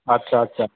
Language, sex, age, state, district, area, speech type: Assamese, male, 60+, Assam, Goalpara, urban, conversation